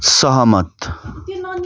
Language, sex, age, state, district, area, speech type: Nepali, male, 30-45, West Bengal, Darjeeling, rural, read